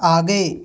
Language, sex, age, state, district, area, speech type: Hindi, male, 45-60, Rajasthan, Karauli, rural, read